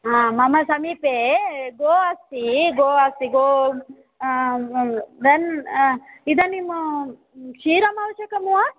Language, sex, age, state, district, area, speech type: Sanskrit, female, 45-60, Karnataka, Dakshina Kannada, rural, conversation